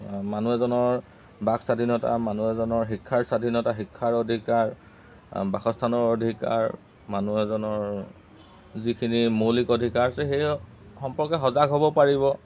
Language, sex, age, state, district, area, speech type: Assamese, male, 30-45, Assam, Golaghat, rural, spontaneous